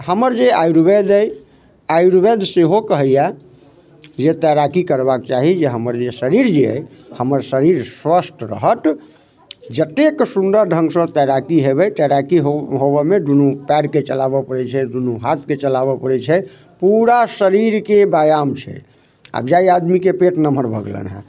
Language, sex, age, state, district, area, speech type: Maithili, male, 30-45, Bihar, Muzaffarpur, rural, spontaneous